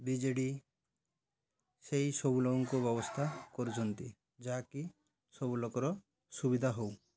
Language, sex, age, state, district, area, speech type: Odia, male, 45-60, Odisha, Malkangiri, urban, spontaneous